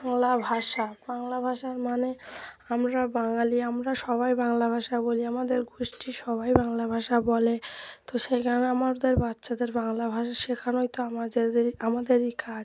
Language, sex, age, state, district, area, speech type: Bengali, female, 30-45, West Bengal, Dakshin Dinajpur, urban, spontaneous